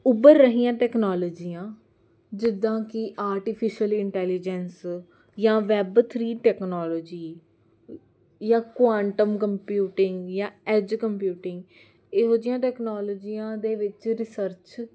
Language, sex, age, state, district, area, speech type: Punjabi, female, 18-30, Punjab, Jalandhar, urban, spontaneous